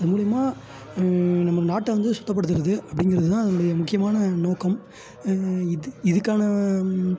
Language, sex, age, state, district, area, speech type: Tamil, male, 18-30, Tamil Nadu, Tiruvannamalai, rural, spontaneous